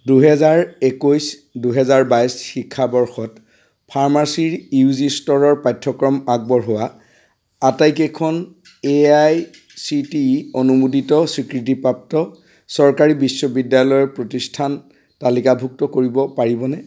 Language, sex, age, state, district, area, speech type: Assamese, male, 45-60, Assam, Golaghat, urban, read